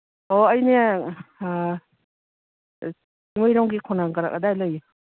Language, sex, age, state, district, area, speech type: Manipuri, female, 60+, Manipur, Imphal East, rural, conversation